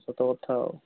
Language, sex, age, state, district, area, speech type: Odia, male, 18-30, Odisha, Rayagada, urban, conversation